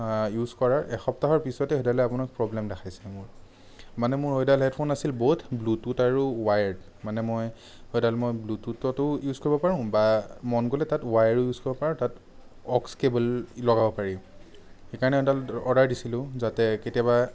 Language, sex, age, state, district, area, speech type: Assamese, male, 30-45, Assam, Sonitpur, urban, spontaneous